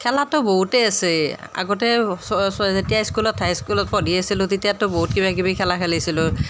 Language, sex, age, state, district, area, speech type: Assamese, female, 30-45, Assam, Nalbari, rural, spontaneous